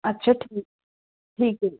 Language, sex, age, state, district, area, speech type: Punjabi, female, 30-45, Punjab, Shaheed Bhagat Singh Nagar, urban, conversation